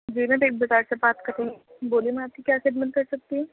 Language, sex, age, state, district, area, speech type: Urdu, female, 18-30, Delhi, East Delhi, urban, conversation